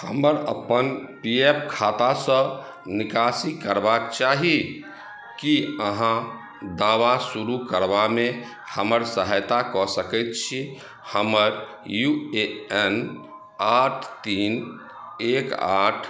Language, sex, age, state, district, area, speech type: Maithili, male, 45-60, Bihar, Madhubani, rural, read